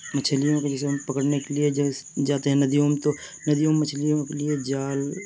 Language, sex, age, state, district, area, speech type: Urdu, male, 30-45, Uttar Pradesh, Mirzapur, rural, spontaneous